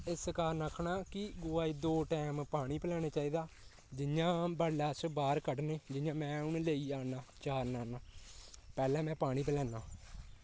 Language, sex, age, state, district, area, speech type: Dogri, male, 18-30, Jammu and Kashmir, Kathua, rural, spontaneous